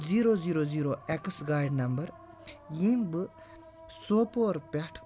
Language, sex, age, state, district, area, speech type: Kashmiri, male, 60+, Jammu and Kashmir, Baramulla, rural, spontaneous